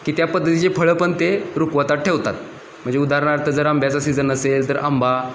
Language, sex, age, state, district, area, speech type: Marathi, male, 30-45, Maharashtra, Satara, urban, spontaneous